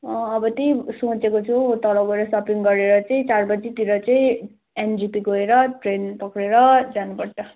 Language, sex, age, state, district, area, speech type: Nepali, female, 18-30, West Bengal, Jalpaiguri, urban, conversation